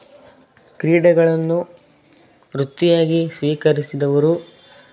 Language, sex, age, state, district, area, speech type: Kannada, male, 18-30, Karnataka, Davanagere, rural, spontaneous